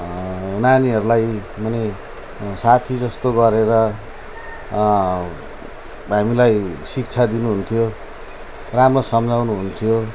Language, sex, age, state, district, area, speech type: Nepali, male, 45-60, West Bengal, Jalpaiguri, rural, spontaneous